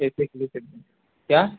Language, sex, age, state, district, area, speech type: Hindi, male, 18-30, Uttar Pradesh, Mau, rural, conversation